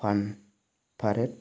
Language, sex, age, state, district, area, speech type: Bodo, male, 18-30, Assam, Chirang, rural, spontaneous